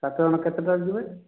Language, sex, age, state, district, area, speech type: Odia, male, 45-60, Odisha, Dhenkanal, rural, conversation